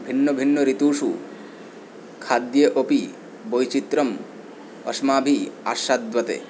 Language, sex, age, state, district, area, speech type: Sanskrit, male, 18-30, West Bengal, Paschim Medinipur, rural, spontaneous